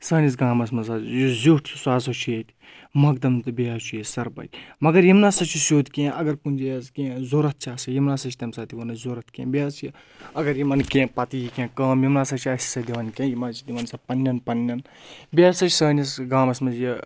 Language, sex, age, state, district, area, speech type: Kashmiri, male, 30-45, Jammu and Kashmir, Anantnag, rural, spontaneous